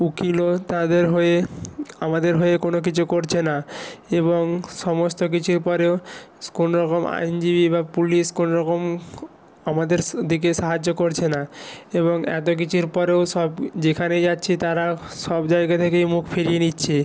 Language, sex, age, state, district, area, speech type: Bengali, male, 45-60, West Bengal, Nadia, rural, spontaneous